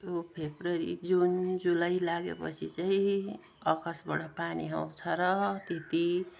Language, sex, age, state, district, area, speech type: Nepali, female, 60+, West Bengal, Jalpaiguri, urban, spontaneous